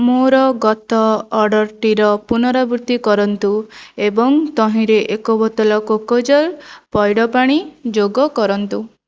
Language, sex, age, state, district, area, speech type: Odia, female, 18-30, Odisha, Jajpur, rural, read